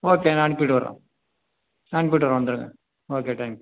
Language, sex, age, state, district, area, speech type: Tamil, male, 45-60, Tamil Nadu, Tiruvarur, rural, conversation